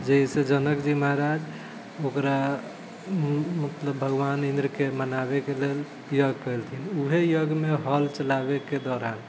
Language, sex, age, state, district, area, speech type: Maithili, male, 30-45, Bihar, Sitamarhi, rural, spontaneous